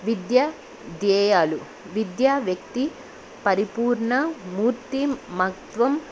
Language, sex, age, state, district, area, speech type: Telugu, female, 18-30, Telangana, Hyderabad, urban, spontaneous